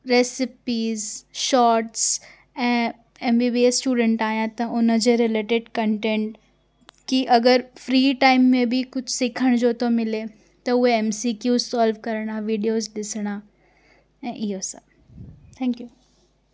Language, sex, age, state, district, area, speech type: Sindhi, female, 18-30, Gujarat, Surat, urban, spontaneous